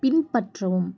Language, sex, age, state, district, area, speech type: Tamil, female, 18-30, Tamil Nadu, Nagapattinam, rural, read